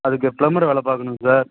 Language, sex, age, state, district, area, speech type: Tamil, male, 30-45, Tamil Nadu, Kallakurichi, urban, conversation